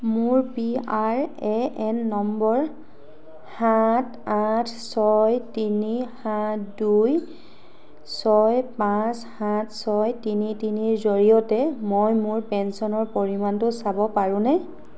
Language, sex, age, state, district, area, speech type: Assamese, female, 45-60, Assam, Charaideo, urban, read